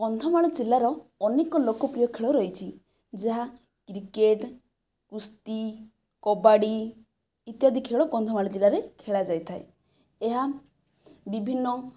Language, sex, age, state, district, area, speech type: Odia, female, 45-60, Odisha, Kandhamal, rural, spontaneous